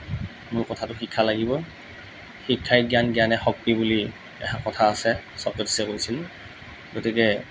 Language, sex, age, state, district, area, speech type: Assamese, male, 30-45, Assam, Morigaon, rural, spontaneous